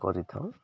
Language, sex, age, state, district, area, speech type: Odia, male, 30-45, Odisha, Subarnapur, urban, spontaneous